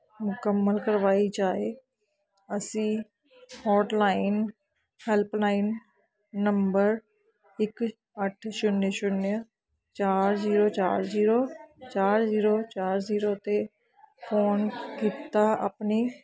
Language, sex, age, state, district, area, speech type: Punjabi, female, 30-45, Punjab, Ludhiana, urban, spontaneous